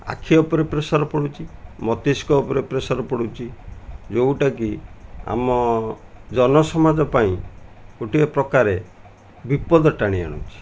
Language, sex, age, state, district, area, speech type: Odia, male, 60+, Odisha, Kendrapara, urban, spontaneous